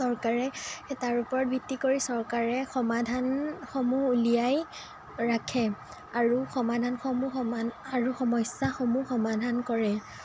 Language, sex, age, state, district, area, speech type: Assamese, female, 18-30, Assam, Sonitpur, rural, spontaneous